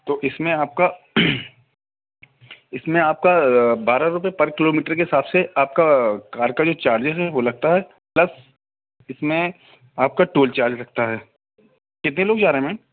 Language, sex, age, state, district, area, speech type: Hindi, male, 45-60, Madhya Pradesh, Gwalior, urban, conversation